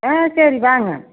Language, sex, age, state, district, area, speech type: Tamil, female, 45-60, Tamil Nadu, Erode, rural, conversation